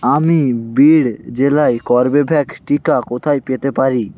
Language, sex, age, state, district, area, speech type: Bengali, male, 18-30, West Bengal, Hooghly, urban, read